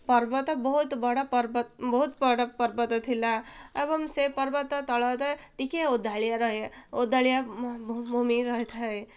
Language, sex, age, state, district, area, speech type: Odia, female, 18-30, Odisha, Ganjam, urban, spontaneous